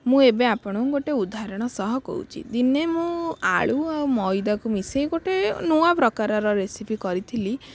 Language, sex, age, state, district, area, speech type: Odia, female, 18-30, Odisha, Bhadrak, rural, spontaneous